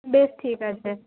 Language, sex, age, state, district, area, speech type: Bengali, female, 30-45, West Bengal, Cooch Behar, rural, conversation